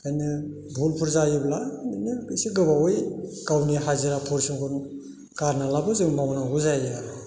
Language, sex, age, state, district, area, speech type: Bodo, male, 60+, Assam, Chirang, rural, spontaneous